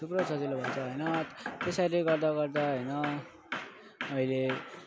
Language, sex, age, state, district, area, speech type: Nepali, male, 18-30, West Bengal, Alipurduar, urban, spontaneous